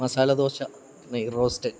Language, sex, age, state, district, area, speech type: Malayalam, male, 60+, Kerala, Idukki, rural, spontaneous